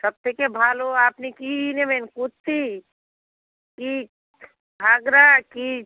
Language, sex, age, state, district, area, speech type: Bengali, female, 45-60, West Bengal, North 24 Parganas, rural, conversation